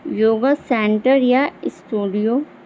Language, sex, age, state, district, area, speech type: Urdu, female, 45-60, Delhi, North East Delhi, urban, spontaneous